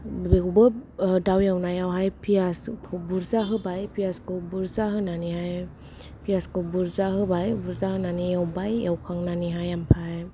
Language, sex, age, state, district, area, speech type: Bodo, female, 45-60, Assam, Kokrajhar, urban, spontaneous